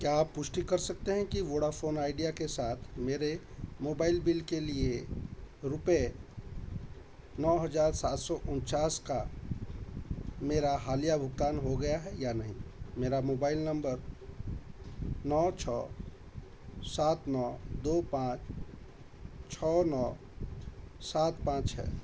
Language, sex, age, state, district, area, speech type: Hindi, male, 45-60, Madhya Pradesh, Chhindwara, rural, read